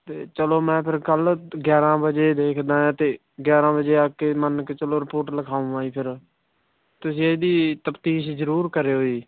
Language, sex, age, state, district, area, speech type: Punjabi, male, 30-45, Punjab, Barnala, urban, conversation